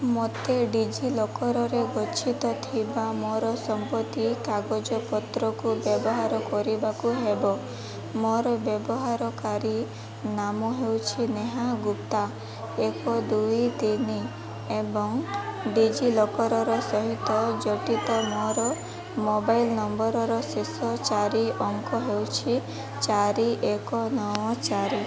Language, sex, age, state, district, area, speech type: Odia, female, 18-30, Odisha, Sundergarh, urban, read